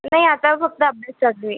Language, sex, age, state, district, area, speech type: Marathi, female, 18-30, Maharashtra, Buldhana, rural, conversation